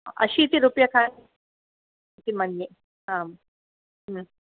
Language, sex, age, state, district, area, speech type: Sanskrit, female, 45-60, Karnataka, Udupi, urban, conversation